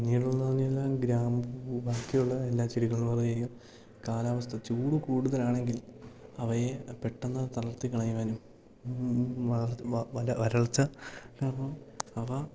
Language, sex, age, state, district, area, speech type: Malayalam, male, 18-30, Kerala, Idukki, rural, spontaneous